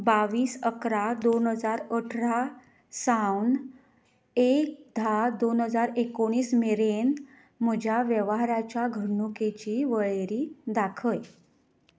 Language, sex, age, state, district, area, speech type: Goan Konkani, female, 30-45, Goa, Canacona, rural, read